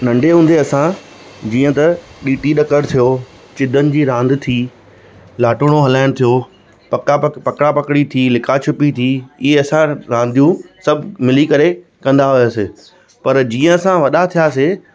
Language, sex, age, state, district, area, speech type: Sindhi, male, 30-45, Maharashtra, Thane, rural, spontaneous